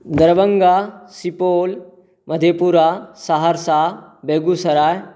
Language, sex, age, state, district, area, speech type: Maithili, male, 18-30, Bihar, Saharsa, rural, spontaneous